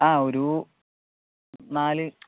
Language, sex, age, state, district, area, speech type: Malayalam, male, 18-30, Kerala, Palakkad, rural, conversation